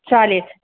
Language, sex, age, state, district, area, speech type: Marathi, female, 30-45, Maharashtra, Satara, rural, conversation